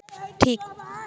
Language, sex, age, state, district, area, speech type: Santali, female, 18-30, West Bengal, Paschim Bardhaman, rural, read